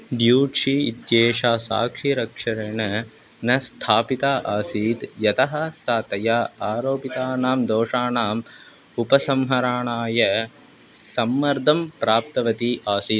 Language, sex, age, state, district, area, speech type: Sanskrit, male, 18-30, Tamil Nadu, Viluppuram, rural, read